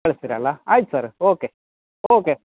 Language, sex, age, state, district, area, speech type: Kannada, male, 45-60, Karnataka, Udupi, rural, conversation